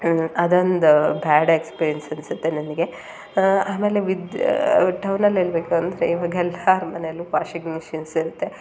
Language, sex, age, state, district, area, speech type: Kannada, female, 30-45, Karnataka, Hassan, urban, spontaneous